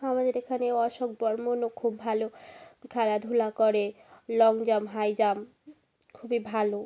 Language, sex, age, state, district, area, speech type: Bengali, female, 18-30, West Bengal, North 24 Parganas, rural, spontaneous